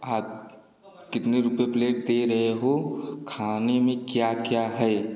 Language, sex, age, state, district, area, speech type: Hindi, male, 18-30, Uttar Pradesh, Jaunpur, urban, spontaneous